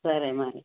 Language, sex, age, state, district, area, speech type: Telugu, female, 45-60, Telangana, Karimnagar, urban, conversation